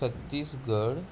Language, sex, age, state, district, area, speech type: Marathi, male, 18-30, Maharashtra, Gadchiroli, rural, spontaneous